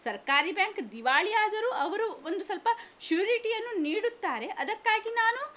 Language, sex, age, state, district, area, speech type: Kannada, female, 18-30, Karnataka, Shimoga, rural, spontaneous